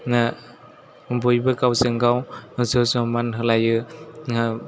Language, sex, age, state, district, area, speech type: Bodo, male, 18-30, Assam, Chirang, rural, spontaneous